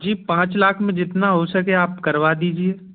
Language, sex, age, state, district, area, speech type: Hindi, male, 18-30, Madhya Pradesh, Gwalior, urban, conversation